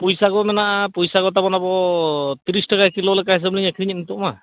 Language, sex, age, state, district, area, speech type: Santali, male, 45-60, Odisha, Mayurbhanj, rural, conversation